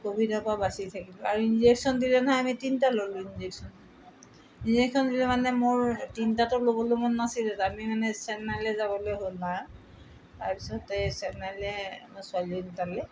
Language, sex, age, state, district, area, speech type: Assamese, female, 60+, Assam, Tinsukia, rural, spontaneous